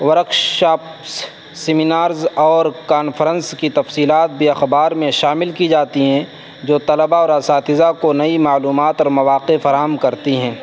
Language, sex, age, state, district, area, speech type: Urdu, male, 18-30, Uttar Pradesh, Saharanpur, urban, spontaneous